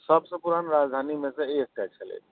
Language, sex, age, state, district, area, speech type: Maithili, male, 45-60, Bihar, Darbhanga, urban, conversation